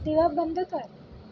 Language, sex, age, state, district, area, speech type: Marathi, female, 18-30, Maharashtra, Wardha, rural, read